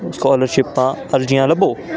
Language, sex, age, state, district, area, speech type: Punjabi, male, 18-30, Punjab, Ludhiana, urban, read